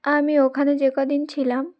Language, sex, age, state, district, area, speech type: Bengali, female, 18-30, West Bengal, Uttar Dinajpur, urban, spontaneous